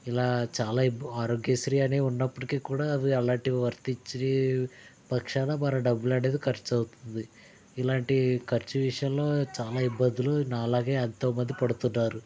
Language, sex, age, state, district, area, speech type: Telugu, male, 45-60, Andhra Pradesh, East Godavari, rural, spontaneous